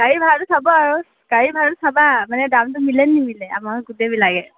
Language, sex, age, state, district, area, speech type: Assamese, female, 18-30, Assam, Morigaon, rural, conversation